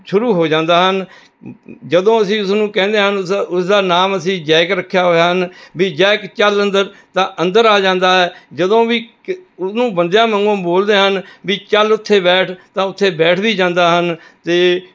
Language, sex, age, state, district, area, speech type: Punjabi, male, 60+, Punjab, Rupnagar, urban, spontaneous